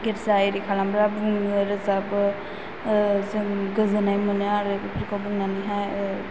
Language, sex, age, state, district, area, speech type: Bodo, female, 18-30, Assam, Chirang, rural, spontaneous